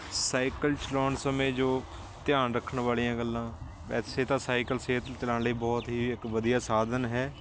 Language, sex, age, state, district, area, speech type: Punjabi, male, 30-45, Punjab, Shaheed Bhagat Singh Nagar, urban, spontaneous